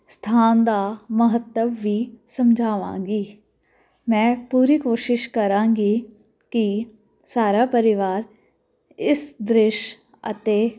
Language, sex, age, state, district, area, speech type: Punjabi, female, 30-45, Punjab, Jalandhar, urban, spontaneous